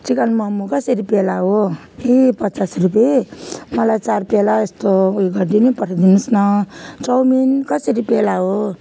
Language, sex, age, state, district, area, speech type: Nepali, female, 45-60, West Bengal, Jalpaiguri, rural, spontaneous